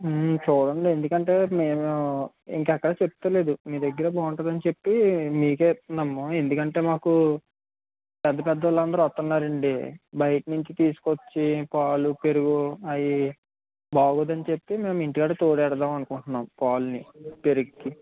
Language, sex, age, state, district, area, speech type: Telugu, male, 18-30, Andhra Pradesh, West Godavari, rural, conversation